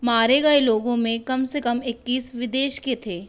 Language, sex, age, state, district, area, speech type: Hindi, female, 30-45, Madhya Pradesh, Bhopal, urban, read